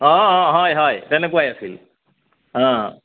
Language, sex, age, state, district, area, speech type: Assamese, male, 45-60, Assam, Kamrup Metropolitan, urban, conversation